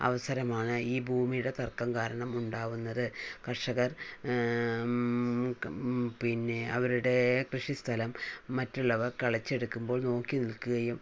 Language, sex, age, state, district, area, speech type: Malayalam, female, 60+, Kerala, Palakkad, rural, spontaneous